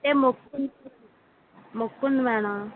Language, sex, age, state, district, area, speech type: Telugu, female, 30-45, Andhra Pradesh, Vizianagaram, rural, conversation